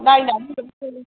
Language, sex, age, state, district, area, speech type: Bodo, female, 30-45, Assam, Kokrajhar, rural, conversation